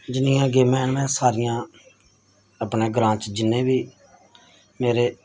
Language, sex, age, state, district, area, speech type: Dogri, male, 30-45, Jammu and Kashmir, Samba, rural, spontaneous